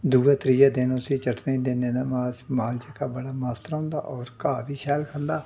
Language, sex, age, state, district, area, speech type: Dogri, male, 60+, Jammu and Kashmir, Udhampur, rural, spontaneous